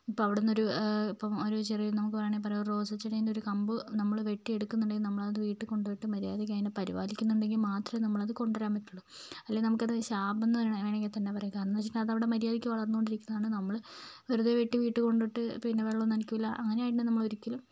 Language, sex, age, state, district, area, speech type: Malayalam, other, 30-45, Kerala, Kozhikode, urban, spontaneous